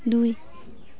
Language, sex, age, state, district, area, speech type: Assamese, female, 45-60, Assam, Dhemaji, rural, read